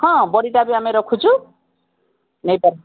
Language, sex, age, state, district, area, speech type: Odia, female, 45-60, Odisha, Koraput, urban, conversation